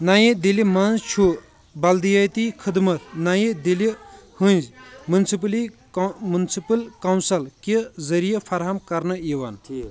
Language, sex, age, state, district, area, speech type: Kashmiri, male, 30-45, Jammu and Kashmir, Kulgam, urban, read